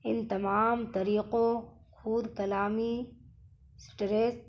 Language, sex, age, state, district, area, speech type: Urdu, female, 30-45, Bihar, Gaya, urban, spontaneous